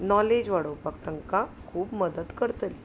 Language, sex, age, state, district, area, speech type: Goan Konkani, female, 30-45, Goa, Salcete, rural, spontaneous